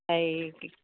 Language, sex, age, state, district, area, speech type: Assamese, female, 60+, Assam, Dibrugarh, rural, conversation